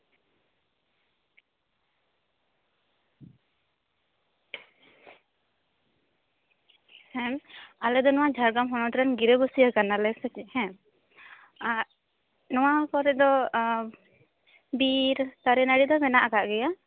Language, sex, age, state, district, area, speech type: Santali, female, 18-30, West Bengal, Jhargram, rural, conversation